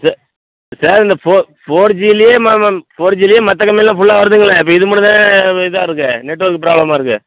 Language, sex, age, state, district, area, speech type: Tamil, male, 45-60, Tamil Nadu, Madurai, rural, conversation